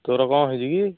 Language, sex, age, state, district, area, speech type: Odia, male, 18-30, Odisha, Nayagarh, rural, conversation